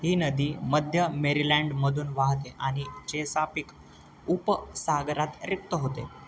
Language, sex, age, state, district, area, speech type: Marathi, male, 18-30, Maharashtra, Nanded, rural, read